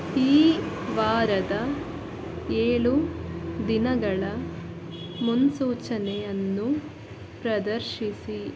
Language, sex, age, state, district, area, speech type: Kannada, female, 60+, Karnataka, Chikkaballapur, rural, read